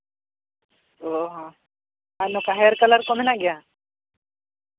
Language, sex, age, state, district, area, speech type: Santali, male, 18-30, Jharkhand, Seraikela Kharsawan, rural, conversation